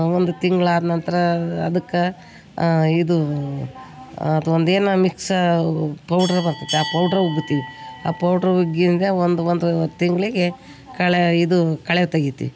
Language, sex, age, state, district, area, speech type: Kannada, female, 60+, Karnataka, Vijayanagara, rural, spontaneous